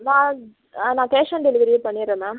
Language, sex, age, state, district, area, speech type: Tamil, female, 30-45, Tamil Nadu, Viluppuram, rural, conversation